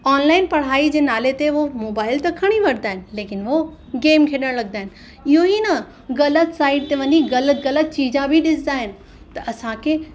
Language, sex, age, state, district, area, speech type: Sindhi, female, 30-45, Uttar Pradesh, Lucknow, urban, spontaneous